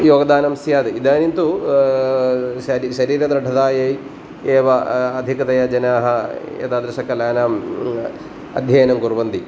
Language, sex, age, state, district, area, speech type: Sanskrit, male, 45-60, Kerala, Kottayam, rural, spontaneous